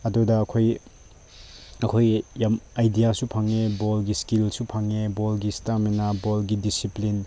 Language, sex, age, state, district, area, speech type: Manipuri, male, 18-30, Manipur, Chandel, rural, spontaneous